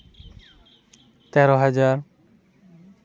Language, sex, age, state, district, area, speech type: Santali, male, 18-30, West Bengal, Purba Bardhaman, rural, spontaneous